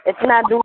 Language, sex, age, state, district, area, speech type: Urdu, female, 45-60, Bihar, Supaul, rural, conversation